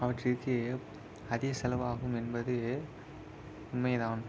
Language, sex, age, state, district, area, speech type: Tamil, male, 18-30, Tamil Nadu, Virudhunagar, urban, spontaneous